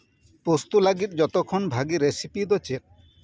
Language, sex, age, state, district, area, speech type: Santali, male, 45-60, West Bengal, Paschim Bardhaman, urban, read